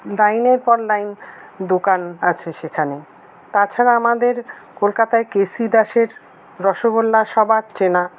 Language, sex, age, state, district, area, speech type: Bengali, female, 45-60, West Bengal, Paschim Bardhaman, urban, spontaneous